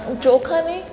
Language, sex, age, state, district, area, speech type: Gujarati, female, 18-30, Gujarat, Surat, urban, spontaneous